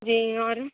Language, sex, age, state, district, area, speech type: Urdu, female, 18-30, Delhi, Central Delhi, urban, conversation